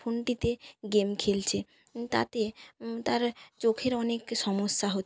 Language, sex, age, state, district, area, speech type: Bengali, female, 30-45, West Bengal, Jhargram, rural, spontaneous